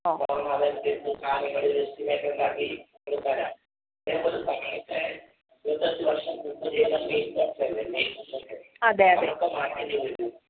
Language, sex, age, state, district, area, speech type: Malayalam, female, 18-30, Kerala, Pathanamthitta, rural, conversation